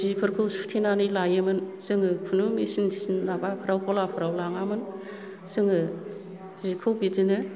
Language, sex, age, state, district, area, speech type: Bodo, female, 60+, Assam, Kokrajhar, rural, spontaneous